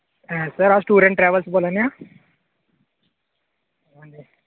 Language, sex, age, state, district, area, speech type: Dogri, male, 18-30, Jammu and Kashmir, Reasi, rural, conversation